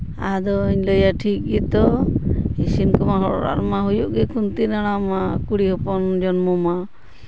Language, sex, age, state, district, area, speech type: Santali, female, 45-60, West Bengal, Purba Bardhaman, rural, spontaneous